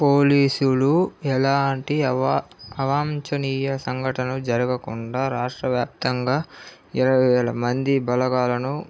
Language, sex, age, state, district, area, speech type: Telugu, male, 30-45, Andhra Pradesh, Chittoor, urban, spontaneous